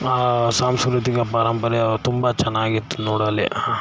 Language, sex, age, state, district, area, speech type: Kannada, male, 45-60, Karnataka, Mysore, rural, spontaneous